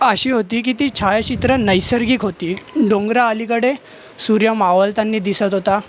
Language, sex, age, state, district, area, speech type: Marathi, male, 18-30, Maharashtra, Thane, urban, spontaneous